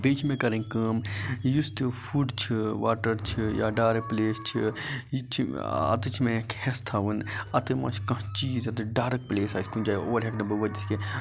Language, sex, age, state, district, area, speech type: Kashmiri, male, 30-45, Jammu and Kashmir, Budgam, rural, spontaneous